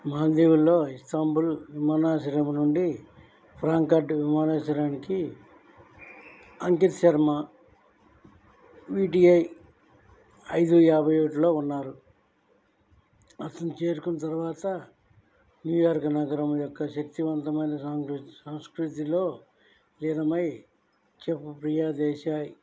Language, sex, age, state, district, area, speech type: Telugu, male, 60+, Andhra Pradesh, N T Rama Rao, urban, read